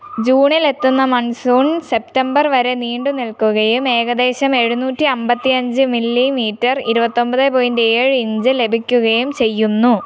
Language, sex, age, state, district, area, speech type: Malayalam, female, 18-30, Kerala, Kottayam, rural, read